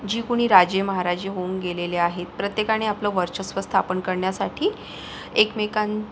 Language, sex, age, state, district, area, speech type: Marathi, female, 45-60, Maharashtra, Yavatmal, urban, spontaneous